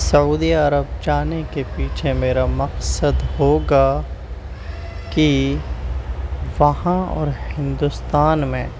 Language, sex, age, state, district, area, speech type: Urdu, male, 18-30, Delhi, Central Delhi, urban, spontaneous